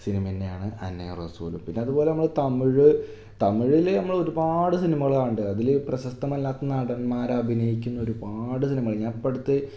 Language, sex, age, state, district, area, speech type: Malayalam, male, 18-30, Kerala, Malappuram, rural, spontaneous